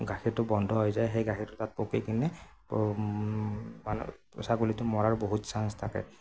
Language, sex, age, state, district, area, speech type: Assamese, male, 18-30, Assam, Morigaon, rural, spontaneous